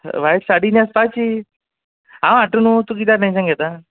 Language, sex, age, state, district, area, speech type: Goan Konkani, male, 30-45, Goa, Quepem, rural, conversation